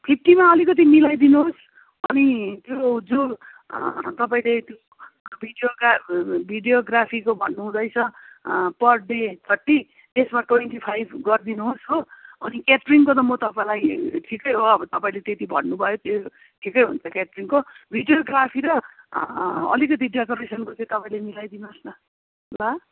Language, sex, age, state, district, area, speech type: Nepali, female, 45-60, West Bengal, Kalimpong, rural, conversation